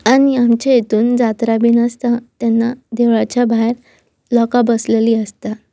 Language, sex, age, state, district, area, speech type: Goan Konkani, female, 18-30, Goa, Pernem, rural, spontaneous